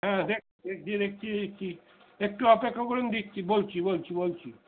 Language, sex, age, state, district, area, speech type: Bengali, male, 60+, West Bengal, Darjeeling, rural, conversation